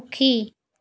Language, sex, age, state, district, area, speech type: Assamese, female, 60+, Assam, Dibrugarh, rural, read